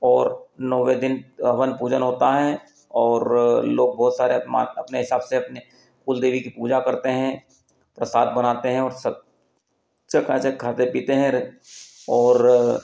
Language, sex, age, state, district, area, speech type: Hindi, male, 45-60, Madhya Pradesh, Ujjain, urban, spontaneous